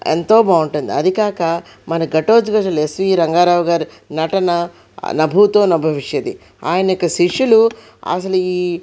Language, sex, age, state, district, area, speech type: Telugu, female, 45-60, Andhra Pradesh, Krishna, rural, spontaneous